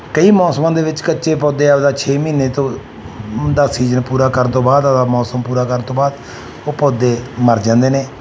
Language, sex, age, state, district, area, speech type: Punjabi, male, 45-60, Punjab, Mansa, urban, spontaneous